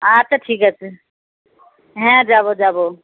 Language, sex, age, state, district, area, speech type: Bengali, female, 60+, West Bengal, Birbhum, urban, conversation